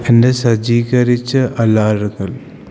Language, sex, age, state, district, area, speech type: Malayalam, male, 18-30, Kerala, Idukki, rural, read